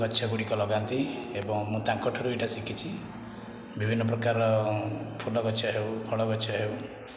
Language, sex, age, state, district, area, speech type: Odia, male, 45-60, Odisha, Khordha, rural, spontaneous